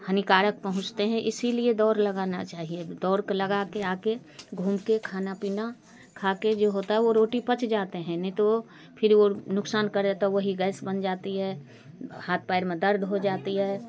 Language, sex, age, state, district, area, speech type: Hindi, female, 45-60, Bihar, Darbhanga, rural, spontaneous